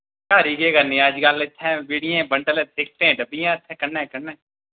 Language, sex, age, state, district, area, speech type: Dogri, male, 30-45, Jammu and Kashmir, Udhampur, rural, conversation